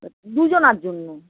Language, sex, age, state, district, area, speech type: Bengali, female, 60+, West Bengal, North 24 Parganas, urban, conversation